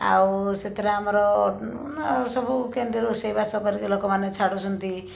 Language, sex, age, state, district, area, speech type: Odia, female, 30-45, Odisha, Jajpur, rural, spontaneous